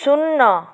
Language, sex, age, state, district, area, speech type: Odia, female, 45-60, Odisha, Cuttack, urban, read